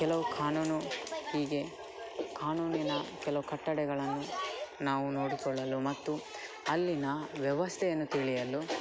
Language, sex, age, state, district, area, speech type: Kannada, male, 18-30, Karnataka, Dakshina Kannada, rural, spontaneous